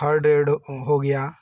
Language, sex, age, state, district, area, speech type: Hindi, male, 30-45, Uttar Pradesh, Varanasi, urban, spontaneous